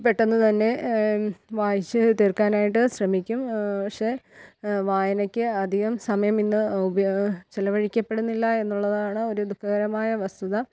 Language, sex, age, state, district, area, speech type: Malayalam, female, 30-45, Kerala, Kottayam, rural, spontaneous